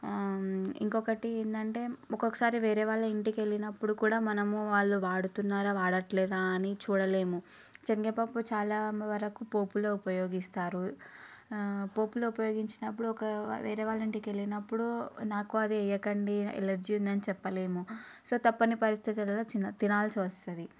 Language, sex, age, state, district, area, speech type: Telugu, female, 18-30, Telangana, Vikarabad, urban, spontaneous